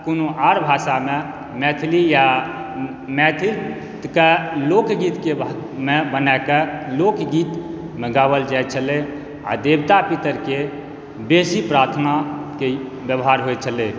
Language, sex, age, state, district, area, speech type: Maithili, male, 45-60, Bihar, Supaul, rural, spontaneous